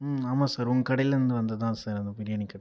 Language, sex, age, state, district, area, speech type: Tamil, male, 18-30, Tamil Nadu, Viluppuram, rural, spontaneous